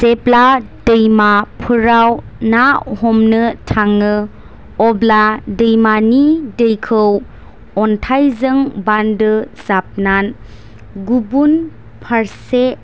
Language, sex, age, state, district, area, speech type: Bodo, female, 18-30, Assam, Chirang, rural, spontaneous